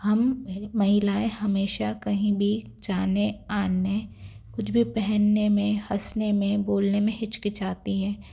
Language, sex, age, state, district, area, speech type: Hindi, female, 30-45, Madhya Pradesh, Bhopal, urban, spontaneous